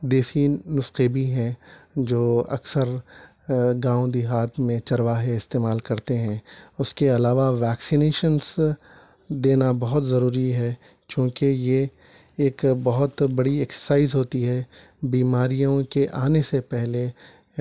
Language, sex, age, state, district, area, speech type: Urdu, male, 30-45, Telangana, Hyderabad, urban, spontaneous